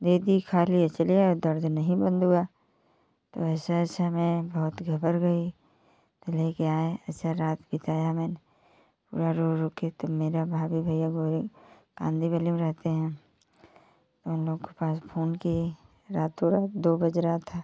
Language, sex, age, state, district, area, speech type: Hindi, female, 30-45, Uttar Pradesh, Jaunpur, rural, spontaneous